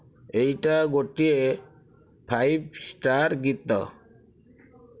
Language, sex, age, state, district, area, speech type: Odia, male, 60+, Odisha, Nayagarh, rural, read